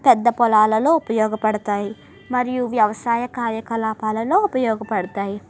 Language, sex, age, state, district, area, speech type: Telugu, female, 45-60, Andhra Pradesh, East Godavari, rural, spontaneous